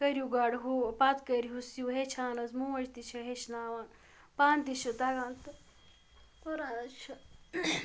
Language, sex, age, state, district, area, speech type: Kashmiri, female, 18-30, Jammu and Kashmir, Ganderbal, rural, spontaneous